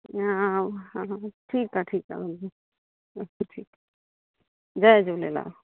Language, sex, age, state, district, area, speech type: Sindhi, female, 30-45, Rajasthan, Ajmer, urban, conversation